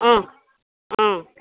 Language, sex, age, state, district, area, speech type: Assamese, female, 45-60, Assam, Morigaon, rural, conversation